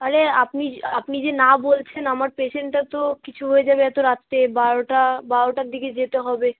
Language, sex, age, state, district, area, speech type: Bengali, female, 18-30, West Bengal, Alipurduar, rural, conversation